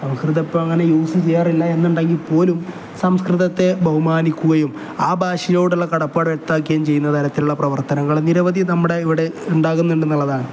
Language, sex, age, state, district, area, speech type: Malayalam, male, 18-30, Kerala, Kozhikode, rural, spontaneous